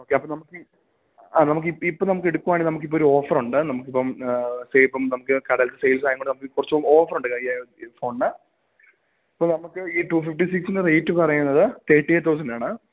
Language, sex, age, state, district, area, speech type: Malayalam, male, 18-30, Kerala, Idukki, rural, conversation